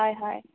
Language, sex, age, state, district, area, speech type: Assamese, female, 18-30, Assam, Nalbari, rural, conversation